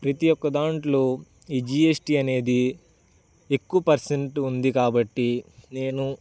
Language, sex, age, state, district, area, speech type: Telugu, male, 18-30, Andhra Pradesh, Bapatla, urban, spontaneous